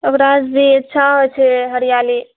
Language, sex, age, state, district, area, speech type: Maithili, female, 30-45, Bihar, Purnia, rural, conversation